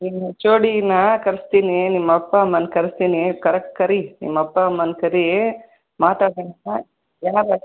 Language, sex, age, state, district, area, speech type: Kannada, female, 60+, Karnataka, Kolar, rural, conversation